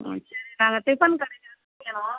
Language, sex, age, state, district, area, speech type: Tamil, female, 45-60, Tamil Nadu, Viluppuram, rural, conversation